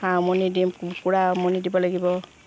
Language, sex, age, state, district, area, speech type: Assamese, female, 45-60, Assam, Sivasagar, rural, spontaneous